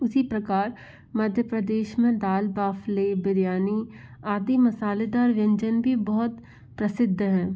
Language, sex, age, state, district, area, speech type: Hindi, female, 60+, Madhya Pradesh, Bhopal, urban, spontaneous